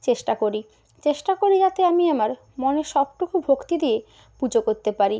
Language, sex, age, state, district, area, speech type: Bengali, female, 18-30, West Bengal, Hooghly, urban, spontaneous